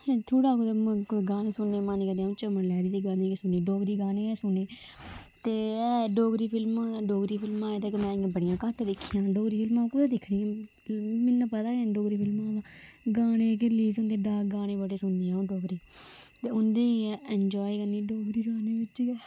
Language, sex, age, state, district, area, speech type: Dogri, female, 18-30, Jammu and Kashmir, Udhampur, rural, spontaneous